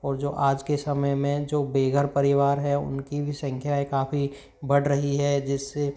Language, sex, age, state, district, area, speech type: Hindi, male, 30-45, Rajasthan, Karauli, rural, spontaneous